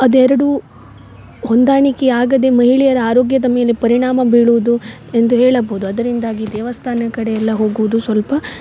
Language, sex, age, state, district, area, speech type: Kannada, female, 18-30, Karnataka, Uttara Kannada, rural, spontaneous